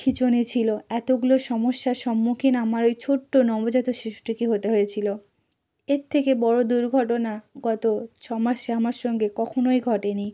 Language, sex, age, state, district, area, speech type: Bengali, female, 30-45, West Bengal, South 24 Parganas, rural, spontaneous